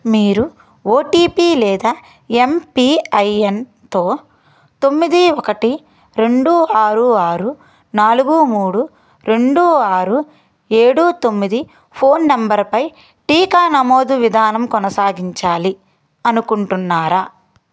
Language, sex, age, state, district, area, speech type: Telugu, female, 30-45, Andhra Pradesh, Guntur, rural, read